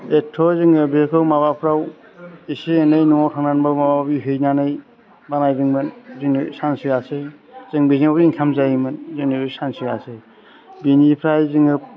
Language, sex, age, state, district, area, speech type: Bodo, male, 45-60, Assam, Chirang, rural, spontaneous